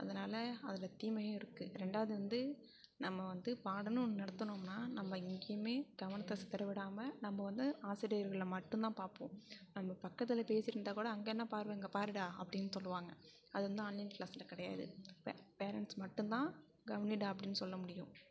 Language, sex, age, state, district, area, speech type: Tamil, female, 18-30, Tamil Nadu, Tiruvarur, rural, spontaneous